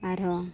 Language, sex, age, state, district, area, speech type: Santali, female, 30-45, Jharkhand, East Singhbhum, rural, spontaneous